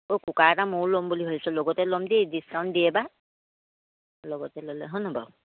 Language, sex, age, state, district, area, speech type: Assamese, female, 60+, Assam, Dhemaji, rural, conversation